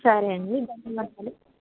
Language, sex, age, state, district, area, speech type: Telugu, female, 60+, Andhra Pradesh, Konaseema, rural, conversation